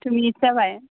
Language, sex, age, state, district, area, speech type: Bodo, female, 18-30, Assam, Kokrajhar, rural, conversation